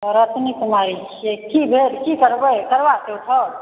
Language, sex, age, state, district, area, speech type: Maithili, female, 60+, Bihar, Supaul, rural, conversation